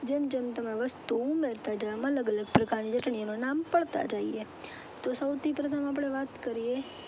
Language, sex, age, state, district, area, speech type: Gujarati, female, 18-30, Gujarat, Rajkot, urban, spontaneous